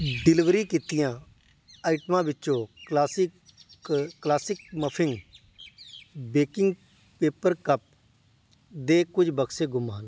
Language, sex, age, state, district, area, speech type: Punjabi, male, 45-60, Punjab, Patiala, urban, read